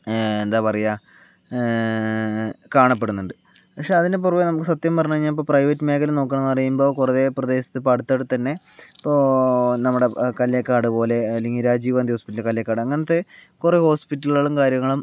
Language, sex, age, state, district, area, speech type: Malayalam, male, 45-60, Kerala, Palakkad, rural, spontaneous